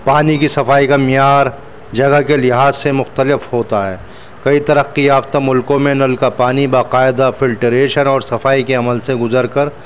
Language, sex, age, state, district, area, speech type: Urdu, male, 30-45, Delhi, New Delhi, urban, spontaneous